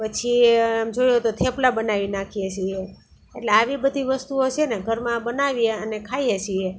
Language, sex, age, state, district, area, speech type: Gujarati, female, 60+, Gujarat, Junagadh, rural, spontaneous